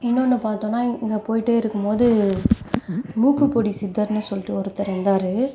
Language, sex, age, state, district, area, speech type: Tamil, female, 45-60, Tamil Nadu, Sivaganga, rural, spontaneous